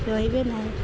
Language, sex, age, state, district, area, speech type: Odia, female, 45-60, Odisha, Jagatsinghpur, rural, spontaneous